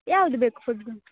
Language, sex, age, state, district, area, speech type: Kannada, female, 18-30, Karnataka, Dakshina Kannada, rural, conversation